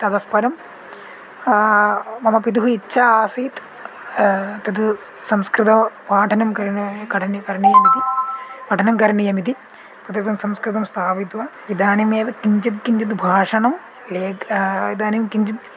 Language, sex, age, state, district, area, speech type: Sanskrit, male, 18-30, Kerala, Idukki, urban, spontaneous